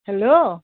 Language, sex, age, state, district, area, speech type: Nepali, female, 45-60, West Bengal, Jalpaiguri, rural, conversation